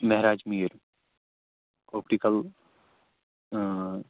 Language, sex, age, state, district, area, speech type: Kashmiri, male, 18-30, Jammu and Kashmir, Kupwara, rural, conversation